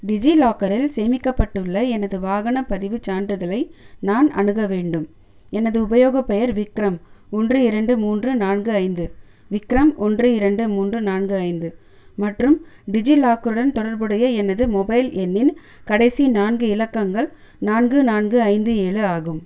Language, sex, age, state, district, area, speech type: Tamil, female, 30-45, Tamil Nadu, Chennai, urban, read